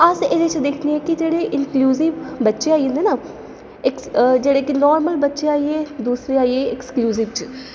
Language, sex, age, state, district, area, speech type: Dogri, female, 30-45, Jammu and Kashmir, Jammu, urban, spontaneous